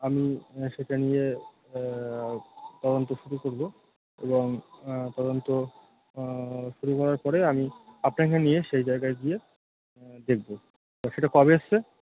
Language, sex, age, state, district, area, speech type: Bengali, male, 30-45, West Bengal, Birbhum, urban, conversation